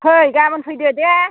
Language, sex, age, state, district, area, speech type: Bodo, female, 60+, Assam, Chirang, rural, conversation